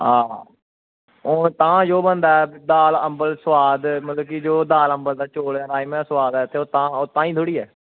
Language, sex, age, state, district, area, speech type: Dogri, male, 18-30, Jammu and Kashmir, Kathua, rural, conversation